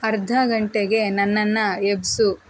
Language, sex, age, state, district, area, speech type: Kannada, female, 30-45, Karnataka, Tumkur, rural, read